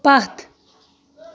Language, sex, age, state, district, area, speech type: Kashmiri, female, 30-45, Jammu and Kashmir, Shopian, urban, read